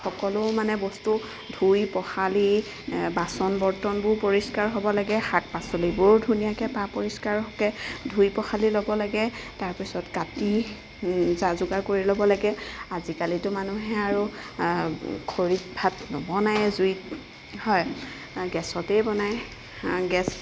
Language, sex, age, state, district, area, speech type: Assamese, female, 30-45, Assam, Nagaon, rural, spontaneous